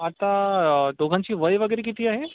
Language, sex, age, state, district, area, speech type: Marathi, male, 45-60, Maharashtra, Nagpur, urban, conversation